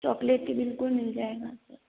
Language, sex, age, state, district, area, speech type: Hindi, female, 30-45, Rajasthan, Jodhpur, urban, conversation